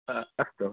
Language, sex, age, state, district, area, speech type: Sanskrit, male, 18-30, Karnataka, Uttara Kannada, rural, conversation